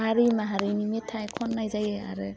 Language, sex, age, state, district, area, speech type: Bodo, female, 30-45, Assam, Udalguri, urban, spontaneous